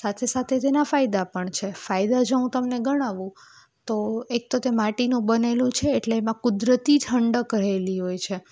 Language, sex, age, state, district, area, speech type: Gujarati, female, 18-30, Gujarat, Rajkot, rural, spontaneous